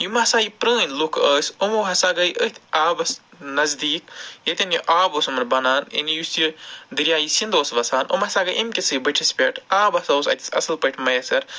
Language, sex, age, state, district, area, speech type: Kashmiri, male, 45-60, Jammu and Kashmir, Ganderbal, urban, spontaneous